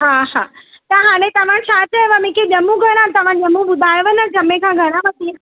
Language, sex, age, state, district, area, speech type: Sindhi, female, 30-45, Maharashtra, Mumbai Suburban, urban, conversation